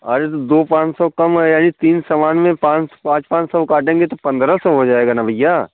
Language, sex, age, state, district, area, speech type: Hindi, male, 45-60, Uttar Pradesh, Bhadohi, urban, conversation